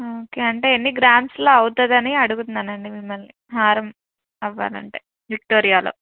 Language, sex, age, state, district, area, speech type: Telugu, female, 30-45, Andhra Pradesh, Palnadu, rural, conversation